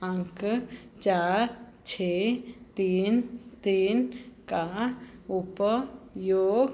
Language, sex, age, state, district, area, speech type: Hindi, female, 45-60, Madhya Pradesh, Chhindwara, rural, read